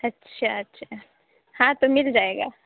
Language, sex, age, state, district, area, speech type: Urdu, female, 18-30, Uttar Pradesh, Lucknow, rural, conversation